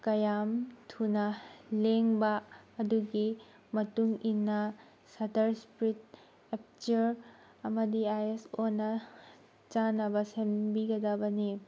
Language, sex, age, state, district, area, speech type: Manipuri, female, 18-30, Manipur, Tengnoupal, rural, spontaneous